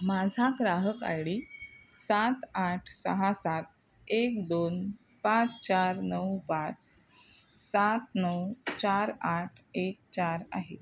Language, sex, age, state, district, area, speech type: Marathi, female, 45-60, Maharashtra, Thane, rural, read